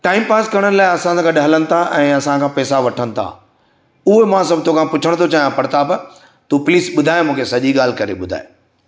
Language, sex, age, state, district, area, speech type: Sindhi, male, 60+, Gujarat, Surat, urban, spontaneous